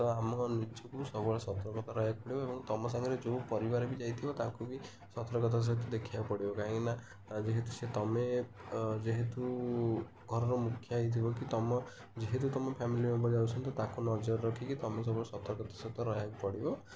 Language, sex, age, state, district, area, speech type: Odia, male, 30-45, Odisha, Kendujhar, urban, spontaneous